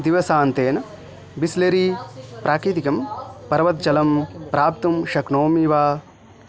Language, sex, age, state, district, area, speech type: Sanskrit, male, 18-30, West Bengal, Dakshin Dinajpur, rural, read